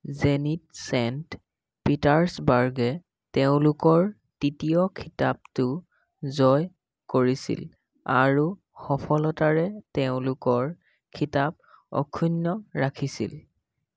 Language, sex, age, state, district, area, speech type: Assamese, male, 18-30, Assam, Golaghat, rural, read